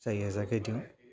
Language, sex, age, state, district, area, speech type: Assamese, male, 30-45, Assam, Dibrugarh, urban, spontaneous